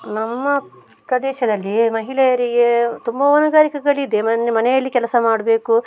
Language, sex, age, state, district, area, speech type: Kannada, female, 30-45, Karnataka, Dakshina Kannada, rural, spontaneous